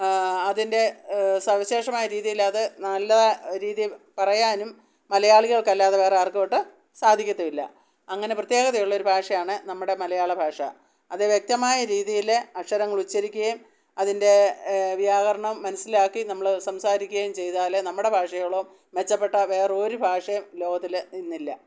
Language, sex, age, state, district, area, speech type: Malayalam, female, 60+, Kerala, Pathanamthitta, rural, spontaneous